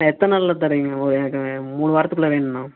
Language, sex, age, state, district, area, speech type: Tamil, male, 18-30, Tamil Nadu, Erode, urban, conversation